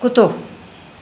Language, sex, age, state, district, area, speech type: Sindhi, female, 45-60, Maharashtra, Mumbai Suburban, urban, read